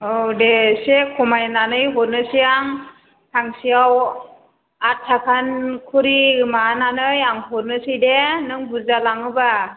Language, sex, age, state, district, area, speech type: Bodo, female, 45-60, Assam, Chirang, rural, conversation